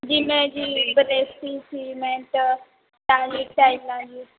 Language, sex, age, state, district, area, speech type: Punjabi, female, 18-30, Punjab, Barnala, urban, conversation